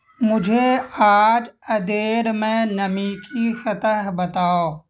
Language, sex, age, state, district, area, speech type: Urdu, male, 18-30, Bihar, Purnia, rural, read